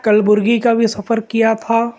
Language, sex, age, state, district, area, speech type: Urdu, male, 18-30, Telangana, Hyderabad, urban, spontaneous